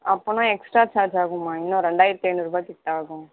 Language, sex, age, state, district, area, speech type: Tamil, female, 18-30, Tamil Nadu, Ranipet, rural, conversation